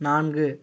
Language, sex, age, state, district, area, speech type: Tamil, male, 18-30, Tamil Nadu, Coimbatore, rural, read